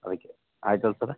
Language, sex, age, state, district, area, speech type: Kannada, male, 30-45, Karnataka, Bagalkot, rural, conversation